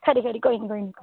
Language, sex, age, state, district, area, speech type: Dogri, female, 18-30, Jammu and Kashmir, Udhampur, rural, conversation